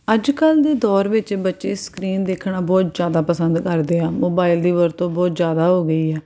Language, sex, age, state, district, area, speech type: Punjabi, female, 30-45, Punjab, Tarn Taran, urban, spontaneous